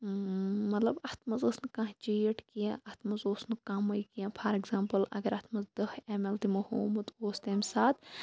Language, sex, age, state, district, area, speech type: Kashmiri, female, 18-30, Jammu and Kashmir, Shopian, rural, spontaneous